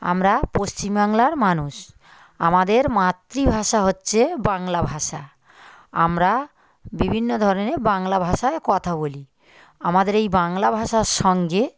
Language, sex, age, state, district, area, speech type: Bengali, female, 45-60, West Bengal, South 24 Parganas, rural, spontaneous